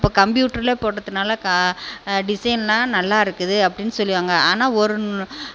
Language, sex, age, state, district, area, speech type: Tamil, female, 45-60, Tamil Nadu, Tiruchirappalli, rural, spontaneous